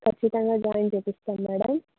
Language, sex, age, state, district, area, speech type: Telugu, female, 30-45, Andhra Pradesh, Chittoor, urban, conversation